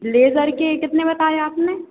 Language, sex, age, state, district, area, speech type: Hindi, female, 18-30, Madhya Pradesh, Hoshangabad, rural, conversation